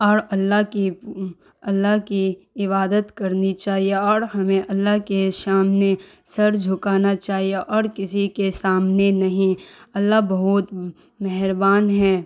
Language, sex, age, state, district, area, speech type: Urdu, female, 30-45, Bihar, Darbhanga, rural, spontaneous